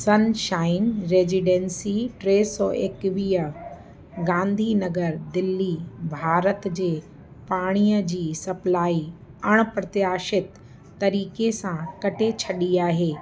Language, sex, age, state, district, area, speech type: Sindhi, female, 45-60, Uttar Pradesh, Lucknow, urban, read